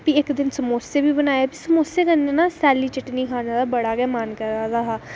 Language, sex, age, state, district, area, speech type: Dogri, female, 18-30, Jammu and Kashmir, Reasi, rural, spontaneous